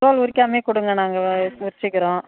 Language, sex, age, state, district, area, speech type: Tamil, female, 60+, Tamil Nadu, Tiruvannamalai, rural, conversation